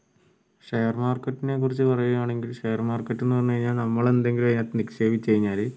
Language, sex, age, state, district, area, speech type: Malayalam, male, 45-60, Kerala, Wayanad, rural, spontaneous